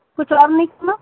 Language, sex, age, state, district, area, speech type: Urdu, female, 45-60, Delhi, East Delhi, urban, conversation